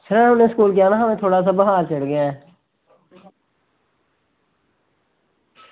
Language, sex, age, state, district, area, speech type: Dogri, male, 18-30, Jammu and Kashmir, Samba, rural, conversation